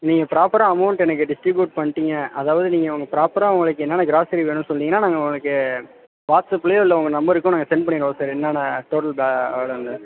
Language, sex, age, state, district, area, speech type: Tamil, male, 18-30, Tamil Nadu, Perambalur, urban, conversation